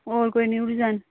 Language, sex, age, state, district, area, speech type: Dogri, female, 30-45, Jammu and Kashmir, Udhampur, rural, conversation